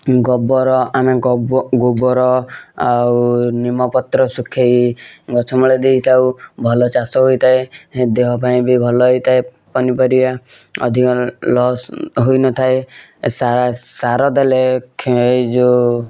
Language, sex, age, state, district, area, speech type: Odia, male, 18-30, Odisha, Kendujhar, urban, spontaneous